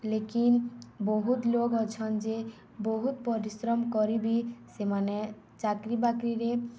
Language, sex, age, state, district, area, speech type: Odia, female, 18-30, Odisha, Balangir, urban, spontaneous